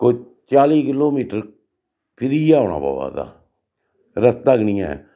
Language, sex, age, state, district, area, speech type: Dogri, male, 60+, Jammu and Kashmir, Reasi, rural, spontaneous